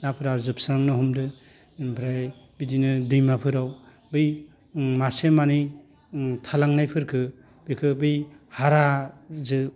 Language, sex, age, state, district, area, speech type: Bodo, male, 45-60, Assam, Baksa, urban, spontaneous